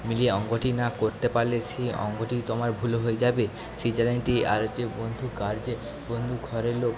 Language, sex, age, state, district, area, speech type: Bengali, male, 18-30, West Bengal, Paschim Medinipur, rural, spontaneous